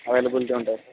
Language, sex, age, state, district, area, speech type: Telugu, male, 45-60, Andhra Pradesh, Kadapa, rural, conversation